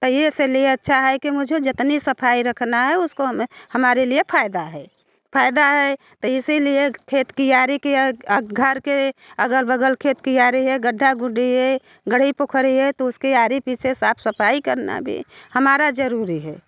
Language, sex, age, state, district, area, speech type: Hindi, female, 60+, Uttar Pradesh, Bhadohi, rural, spontaneous